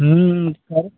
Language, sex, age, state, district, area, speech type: Hindi, male, 18-30, Uttar Pradesh, Jaunpur, rural, conversation